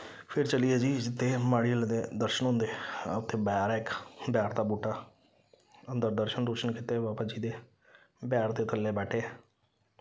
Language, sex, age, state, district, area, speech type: Dogri, male, 30-45, Jammu and Kashmir, Samba, rural, spontaneous